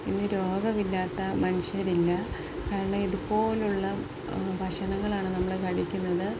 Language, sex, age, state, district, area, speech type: Malayalam, female, 30-45, Kerala, Palakkad, rural, spontaneous